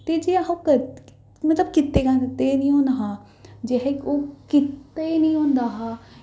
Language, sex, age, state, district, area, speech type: Dogri, female, 18-30, Jammu and Kashmir, Jammu, urban, spontaneous